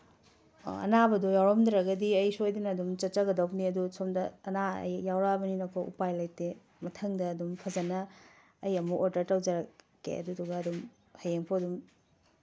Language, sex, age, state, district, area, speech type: Manipuri, female, 45-60, Manipur, Tengnoupal, rural, spontaneous